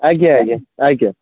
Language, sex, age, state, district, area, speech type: Odia, male, 18-30, Odisha, Kendrapara, urban, conversation